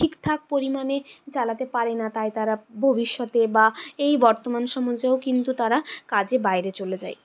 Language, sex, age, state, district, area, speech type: Bengali, female, 60+, West Bengal, Purulia, urban, spontaneous